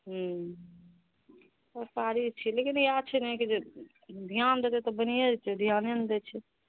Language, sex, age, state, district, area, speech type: Maithili, female, 45-60, Bihar, Madhepura, rural, conversation